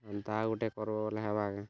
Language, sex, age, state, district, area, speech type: Odia, male, 18-30, Odisha, Kalahandi, rural, spontaneous